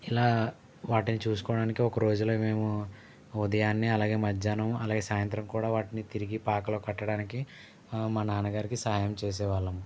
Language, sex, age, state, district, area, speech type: Telugu, male, 30-45, Andhra Pradesh, Konaseema, rural, spontaneous